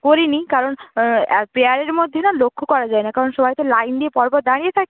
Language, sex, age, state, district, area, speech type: Bengali, female, 30-45, West Bengal, Purba Medinipur, rural, conversation